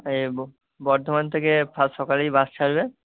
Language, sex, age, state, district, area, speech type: Bengali, male, 45-60, West Bengal, Purba Bardhaman, rural, conversation